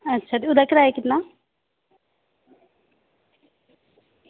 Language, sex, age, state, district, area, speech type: Dogri, female, 18-30, Jammu and Kashmir, Samba, rural, conversation